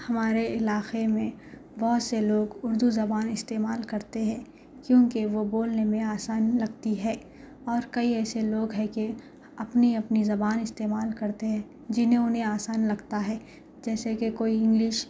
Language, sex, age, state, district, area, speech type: Urdu, female, 18-30, Telangana, Hyderabad, urban, spontaneous